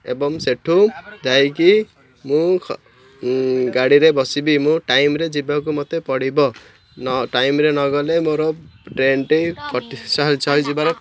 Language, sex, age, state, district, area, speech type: Odia, male, 30-45, Odisha, Ganjam, urban, spontaneous